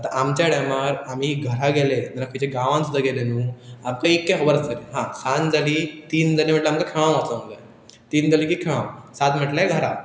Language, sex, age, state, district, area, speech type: Goan Konkani, male, 18-30, Goa, Pernem, rural, spontaneous